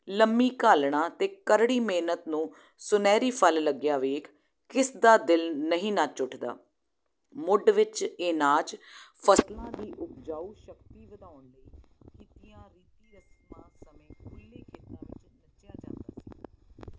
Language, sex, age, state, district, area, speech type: Punjabi, female, 30-45, Punjab, Jalandhar, urban, spontaneous